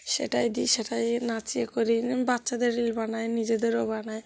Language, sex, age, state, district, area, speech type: Bengali, female, 30-45, West Bengal, Cooch Behar, urban, spontaneous